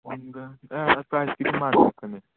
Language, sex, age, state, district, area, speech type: Manipuri, male, 18-30, Manipur, Churachandpur, rural, conversation